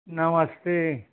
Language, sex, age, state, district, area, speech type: Hindi, male, 60+, Uttar Pradesh, Ayodhya, rural, conversation